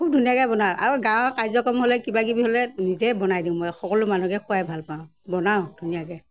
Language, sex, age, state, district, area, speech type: Assamese, female, 60+, Assam, Morigaon, rural, spontaneous